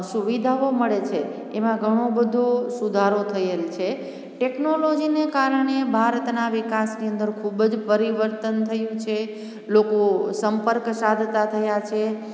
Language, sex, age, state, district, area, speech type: Gujarati, female, 45-60, Gujarat, Amreli, urban, spontaneous